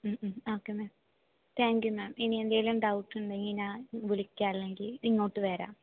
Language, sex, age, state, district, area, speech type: Malayalam, female, 18-30, Kerala, Palakkad, urban, conversation